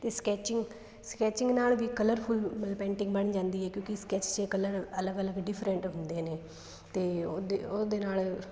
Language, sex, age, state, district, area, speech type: Punjabi, female, 18-30, Punjab, Fazilka, rural, spontaneous